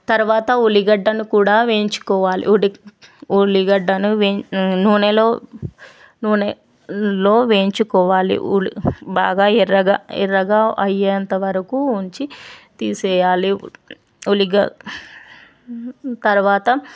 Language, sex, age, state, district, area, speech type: Telugu, female, 18-30, Telangana, Vikarabad, urban, spontaneous